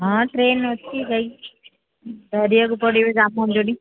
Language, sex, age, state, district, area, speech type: Odia, female, 30-45, Odisha, Koraput, urban, conversation